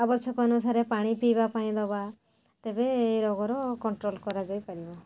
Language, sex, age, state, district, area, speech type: Odia, female, 45-60, Odisha, Mayurbhanj, rural, spontaneous